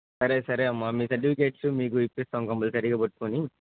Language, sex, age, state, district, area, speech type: Telugu, male, 18-30, Andhra Pradesh, Bapatla, rural, conversation